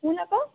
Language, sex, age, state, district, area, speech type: Assamese, female, 18-30, Assam, Sivasagar, rural, conversation